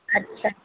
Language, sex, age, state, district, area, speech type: Hindi, female, 18-30, Madhya Pradesh, Harda, urban, conversation